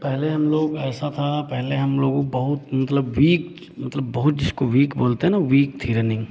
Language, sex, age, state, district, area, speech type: Hindi, male, 45-60, Uttar Pradesh, Hardoi, rural, spontaneous